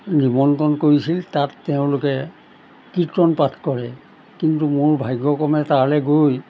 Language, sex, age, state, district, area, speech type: Assamese, male, 60+, Assam, Golaghat, urban, spontaneous